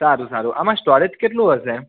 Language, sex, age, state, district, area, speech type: Gujarati, male, 30-45, Gujarat, Mehsana, rural, conversation